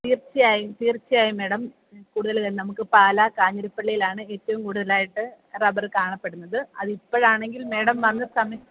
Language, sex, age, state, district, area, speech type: Malayalam, female, 30-45, Kerala, Kottayam, urban, conversation